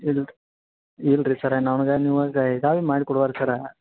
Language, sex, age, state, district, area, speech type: Kannada, male, 45-60, Karnataka, Belgaum, rural, conversation